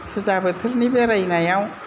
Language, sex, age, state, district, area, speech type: Bodo, female, 60+, Assam, Kokrajhar, rural, spontaneous